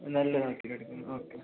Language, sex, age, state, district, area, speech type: Malayalam, male, 18-30, Kerala, Kasaragod, rural, conversation